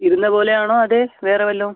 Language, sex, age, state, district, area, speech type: Malayalam, male, 18-30, Kerala, Kollam, rural, conversation